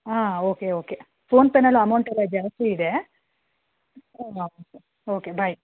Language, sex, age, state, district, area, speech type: Kannada, female, 30-45, Karnataka, Bangalore Rural, rural, conversation